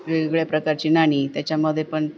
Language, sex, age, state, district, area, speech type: Marathi, female, 45-60, Maharashtra, Nanded, rural, spontaneous